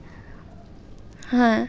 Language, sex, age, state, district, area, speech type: Bengali, female, 18-30, West Bengal, Birbhum, urban, spontaneous